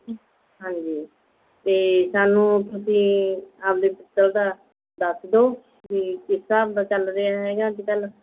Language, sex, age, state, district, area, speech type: Punjabi, female, 45-60, Punjab, Mansa, urban, conversation